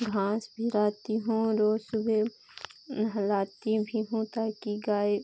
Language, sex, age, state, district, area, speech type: Hindi, female, 18-30, Uttar Pradesh, Pratapgarh, urban, spontaneous